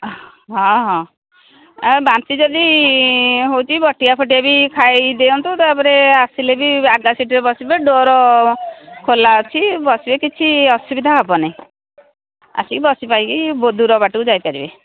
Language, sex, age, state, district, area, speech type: Odia, female, 60+, Odisha, Jharsuguda, rural, conversation